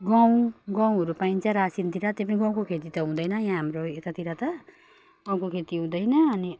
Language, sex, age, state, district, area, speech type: Nepali, female, 30-45, West Bengal, Jalpaiguri, rural, spontaneous